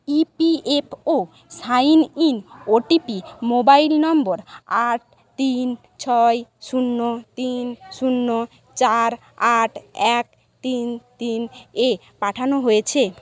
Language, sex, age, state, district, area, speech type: Bengali, female, 18-30, West Bengal, Jhargram, rural, read